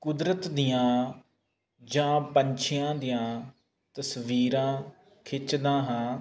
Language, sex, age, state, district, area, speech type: Punjabi, male, 18-30, Punjab, Faridkot, urban, spontaneous